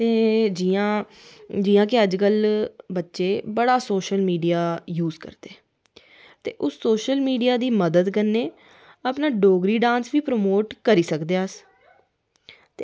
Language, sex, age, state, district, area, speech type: Dogri, female, 30-45, Jammu and Kashmir, Reasi, rural, spontaneous